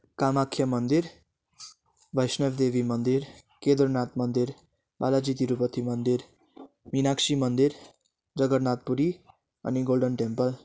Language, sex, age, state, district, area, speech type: Nepali, male, 18-30, West Bengal, Darjeeling, rural, spontaneous